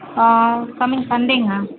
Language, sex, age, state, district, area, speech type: Tamil, female, 30-45, Tamil Nadu, Tiruvarur, urban, conversation